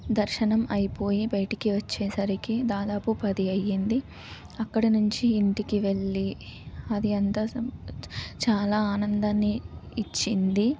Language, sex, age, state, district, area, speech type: Telugu, female, 18-30, Telangana, Suryapet, urban, spontaneous